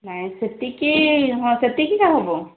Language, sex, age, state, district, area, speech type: Odia, female, 45-60, Odisha, Rayagada, rural, conversation